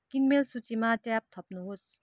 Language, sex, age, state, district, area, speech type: Nepali, female, 18-30, West Bengal, Kalimpong, rural, read